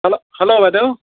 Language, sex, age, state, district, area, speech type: Assamese, male, 60+, Assam, Charaideo, rural, conversation